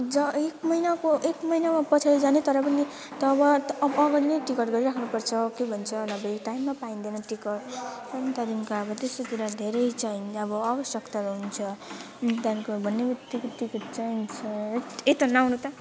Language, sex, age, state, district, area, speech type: Nepali, female, 18-30, West Bengal, Alipurduar, urban, spontaneous